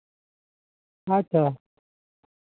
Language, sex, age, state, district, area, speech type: Santali, male, 45-60, Jharkhand, East Singhbhum, rural, conversation